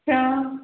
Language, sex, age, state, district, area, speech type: Hindi, female, 18-30, Rajasthan, Karauli, urban, conversation